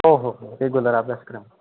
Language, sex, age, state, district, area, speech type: Marathi, male, 18-30, Maharashtra, Ahmednagar, rural, conversation